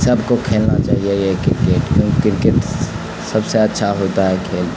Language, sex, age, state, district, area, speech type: Urdu, male, 18-30, Bihar, Khagaria, rural, spontaneous